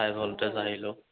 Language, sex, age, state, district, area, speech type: Assamese, male, 30-45, Assam, Majuli, urban, conversation